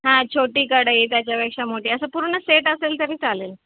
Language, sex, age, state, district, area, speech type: Marathi, female, 30-45, Maharashtra, Thane, urban, conversation